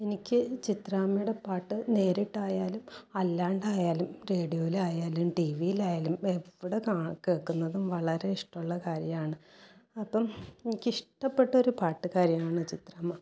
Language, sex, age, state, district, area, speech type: Malayalam, female, 45-60, Kerala, Kasaragod, rural, spontaneous